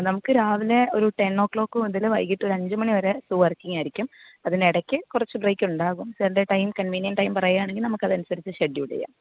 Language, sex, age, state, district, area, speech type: Malayalam, female, 30-45, Kerala, Alappuzha, rural, conversation